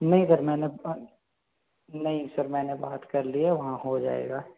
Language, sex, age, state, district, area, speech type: Hindi, male, 18-30, Madhya Pradesh, Bhopal, urban, conversation